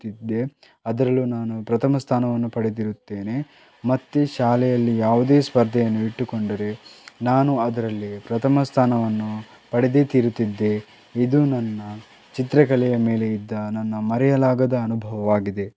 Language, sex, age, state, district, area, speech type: Kannada, male, 18-30, Karnataka, Chitradurga, rural, spontaneous